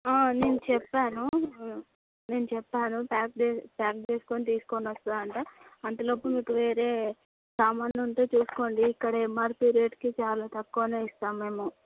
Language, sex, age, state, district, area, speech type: Telugu, female, 30-45, Andhra Pradesh, Visakhapatnam, urban, conversation